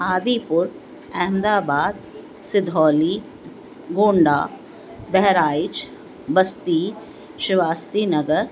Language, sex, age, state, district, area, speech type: Sindhi, female, 45-60, Uttar Pradesh, Lucknow, rural, spontaneous